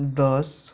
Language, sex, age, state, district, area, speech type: Maithili, male, 45-60, Bihar, Madhubani, urban, spontaneous